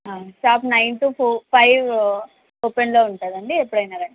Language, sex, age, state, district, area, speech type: Telugu, female, 18-30, Andhra Pradesh, Sri Satya Sai, urban, conversation